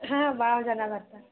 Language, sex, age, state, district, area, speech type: Kannada, female, 18-30, Karnataka, Gadag, urban, conversation